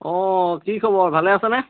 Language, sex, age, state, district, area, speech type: Assamese, male, 30-45, Assam, Golaghat, urban, conversation